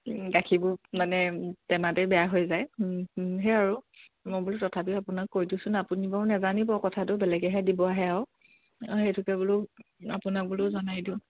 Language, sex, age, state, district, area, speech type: Assamese, female, 30-45, Assam, Charaideo, urban, conversation